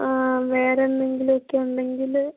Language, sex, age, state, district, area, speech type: Malayalam, female, 18-30, Kerala, Kannur, urban, conversation